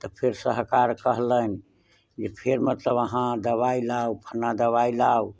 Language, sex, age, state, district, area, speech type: Maithili, male, 60+, Bihar, Muzaffarpur, rural, spontaneous